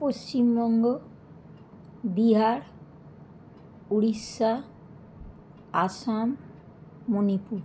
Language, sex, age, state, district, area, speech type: Bengali, female, 45-60, West Bengal, Howrah, urban, spontaneous